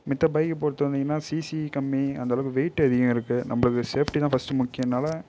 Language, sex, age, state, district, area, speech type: Tamil, male, 18-30, Tamil Nadu, Kallakurichi, urban, spontaneous